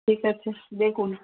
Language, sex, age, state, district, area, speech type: Bengali, female, 60+, West Bengal, Hooghly, rural, conversation